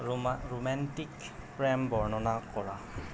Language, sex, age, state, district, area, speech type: Assamese, male, 18-30, Assam, Darrang, rural, read